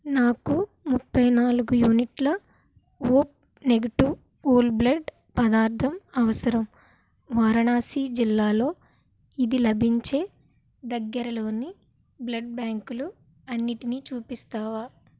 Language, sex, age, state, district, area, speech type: Telugu, female, 18-30, Andhra Pradesh, Kakinada, rural, read